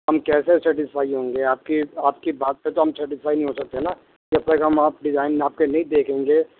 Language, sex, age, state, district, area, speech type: Urdu, male, 45-60, Delhi, Central Delhi, urban, conversation